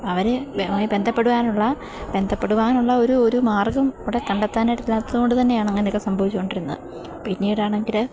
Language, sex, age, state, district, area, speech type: Malayalam, female, 18-30, Kerala, Idukki, rural, spontaneous